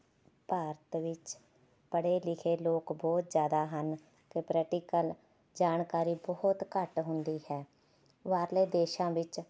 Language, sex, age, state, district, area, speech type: Punjabi, female, 30-45, Punjab, Rupnagar, urban, spontaneous